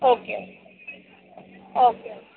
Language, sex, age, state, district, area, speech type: Telugu, female, 30-45, Telangana, Ranga Reddy, rural, conversation